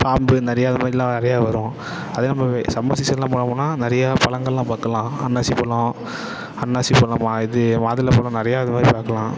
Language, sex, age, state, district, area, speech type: Tamil, male, 18-30, Tamil Nadu, Ariyalur, rural, spontaneous